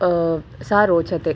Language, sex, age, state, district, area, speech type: Sanskrit, female, 18-30, Andhra Pradesh, N T Rama Rao, urban, spontaneous